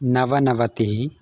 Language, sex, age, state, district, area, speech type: Sanskrit, male, 18-30, Gujarat, Surat, urban, spontaneous